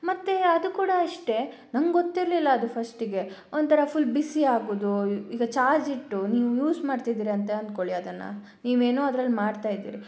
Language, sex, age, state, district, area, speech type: Kannada, female, 18-30, Karnataka, Shimoga, rural, spontaneous